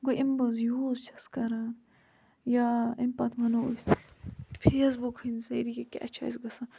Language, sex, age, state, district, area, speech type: Kashmiri, female, 18-30, Jammu and Kashmir, Budgam, rural, spontaneous